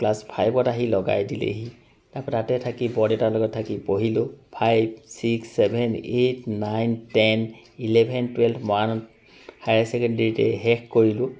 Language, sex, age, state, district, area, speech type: Assamese, male, 30-45, Assam, Charaideo, urban, spontaneous